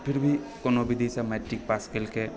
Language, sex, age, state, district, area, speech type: Maithili, male, 18-30, Bihar, Supaul, urban, spontaneous